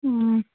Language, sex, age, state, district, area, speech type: Manipuri, female, 45-60, Manipur, Churachandpur, urban, conversation